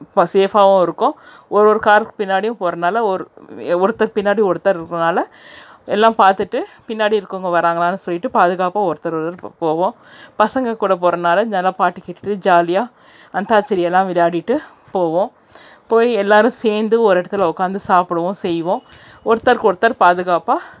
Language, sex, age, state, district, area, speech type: Tamil, female, 30-45, Tamil Nadu, Krishnagiri, rural, spontaneous